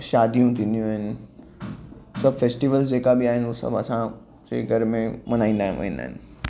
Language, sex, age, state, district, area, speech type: Sindhi, male, 30-45, Maharashtra, Mumbai Suburban, urban, spontaneous